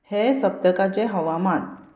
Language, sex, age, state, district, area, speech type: Goan Konkani, female, 30-45, Goa, Murmgao, rural, read